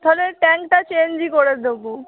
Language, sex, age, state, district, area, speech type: Bengali, female, 18-30, West Bengal, Darjeeling, rural, conversation